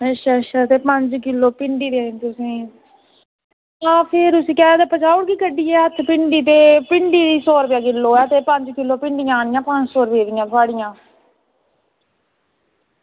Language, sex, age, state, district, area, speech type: Dogri, female, 18-30, Jammu and Kashmir, Reasi, rural, conversation